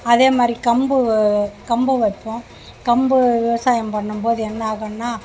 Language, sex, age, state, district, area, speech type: Tamil, female, 60+, Tamil Nadu, Mayiladuthurai, rural, spontaneous